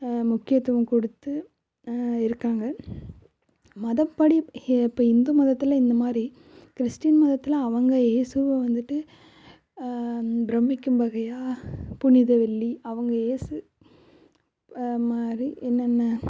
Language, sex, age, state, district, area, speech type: Tamil, female, 18-30, Tamil Nadu, Karur, rural, spontaneous